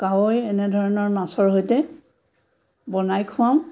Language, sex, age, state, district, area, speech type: Assamese, female, 60+, Assam, Biswanath, rural, spontaneous